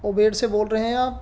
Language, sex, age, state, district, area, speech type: Hindi, male, 30-45, Rajasthan, Karauli, urban, spontaneous